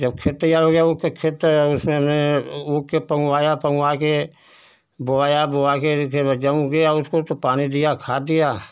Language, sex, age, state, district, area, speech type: Hindi, male, 60+, Uttar Pradesh, Ghazipur, rural, spontaneous